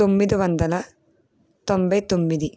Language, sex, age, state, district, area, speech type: Telugu, female, 30-45, Andhra Pradesh, East Godavari, rural, spontaneous